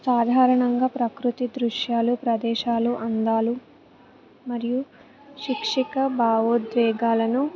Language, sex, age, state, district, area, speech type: Telugu, female, 18-30, Telangana, Ranga Reddy, rural, spontaneous